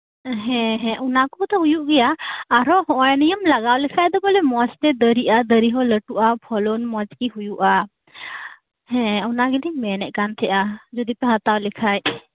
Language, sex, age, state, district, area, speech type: Santali, female, 18-30, West Bengal, Birbhum, rural, conversation